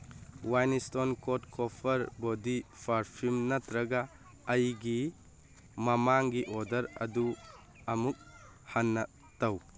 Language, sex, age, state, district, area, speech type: Manipuri, male, 45-60, Manipur, Churachandpur, rural, read